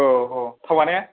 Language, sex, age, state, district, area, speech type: Bodo, male, 18-30, Assam, Chirang, rural, conversation